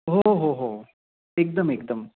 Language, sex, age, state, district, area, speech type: Marathi, male, 30-45, Maharashtra, Nashik, urban, conversation